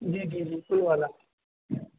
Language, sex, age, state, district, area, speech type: Urdu, male, 18-30, Uttar Pradesh, Rampur, urban, conversation